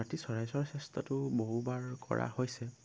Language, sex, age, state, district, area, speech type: Assamese, male, 18-30, Assam, Dhemaji, rural, spontaneous